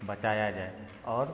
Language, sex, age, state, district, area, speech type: Hindi, male, 30-45, Bihar, Darbhanga, rural, spontaneous